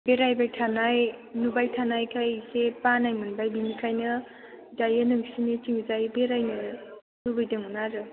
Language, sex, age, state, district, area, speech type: Bodo, female, 18-30, Assam, Chirang, urban, conversation